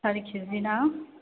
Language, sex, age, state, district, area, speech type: Bodo, female, 18-30, Assam, Chirang, urban, conversation